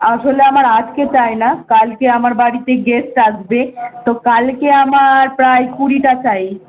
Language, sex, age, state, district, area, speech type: Bengali, female, 18-30, West Bengal, Malda, urban, conversation